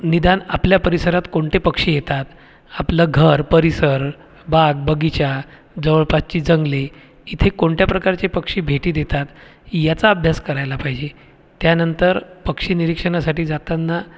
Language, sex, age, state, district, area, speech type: Marathi, male, 45-60, Maharashtra, Buldhana, urban, spontaneous